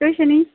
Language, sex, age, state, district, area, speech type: Dogri, female, 18-30, Jammu and Kashmir, Kathua, rural, conversation